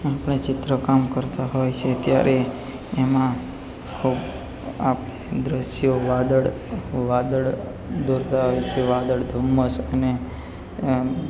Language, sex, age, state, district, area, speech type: Gujarati, male, 30-45, Gujarat, Narmada, rural, spontaneous